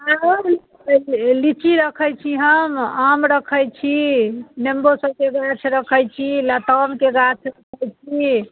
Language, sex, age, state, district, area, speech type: Maithili, female, 45-60, Bihar, Muzaffarpur, urban, conversation